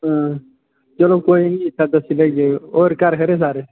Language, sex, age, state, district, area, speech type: Dogri, male, 18-30, Jammu and Kashmir, Kathua, rural, conversation